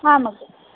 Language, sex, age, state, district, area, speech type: Sanskrit, female, 18-30, Karnataka, Dharwad, urban, conversation